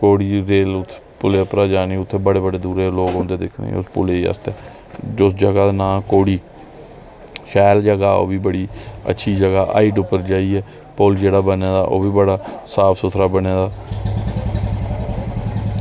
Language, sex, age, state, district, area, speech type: Dogri, male, 30-45, Jammu and Kashmir, Reasi, rural, spontaneous